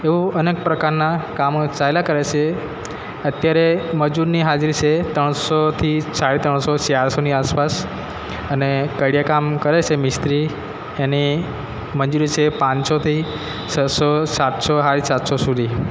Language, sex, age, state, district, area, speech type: Gujarati, male, 30-45, Gujarat, Narmada, rural, spontaneous